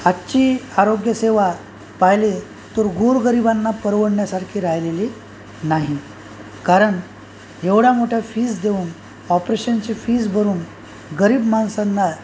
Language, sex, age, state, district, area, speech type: Marathi, male, 45-60, Maharashtra, Nanded, urban, spontaneous